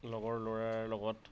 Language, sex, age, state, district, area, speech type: Assamese, male, 30-45, Assam, Darrang, rural, spontaneous